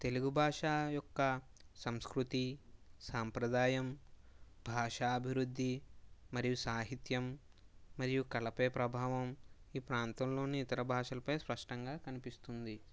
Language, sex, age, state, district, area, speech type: Telugu, male, 30-45, Andhra Pradesh, Kakinada, rural, spontaneous